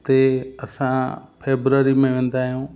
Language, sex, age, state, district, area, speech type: Sindhi, male, 45-60, Gujarat, Kutch, rural, spontaneous